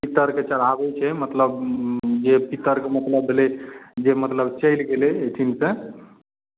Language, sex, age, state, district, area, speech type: Maithili, male, 45-60, Bihar, Madhepura, rural, conversation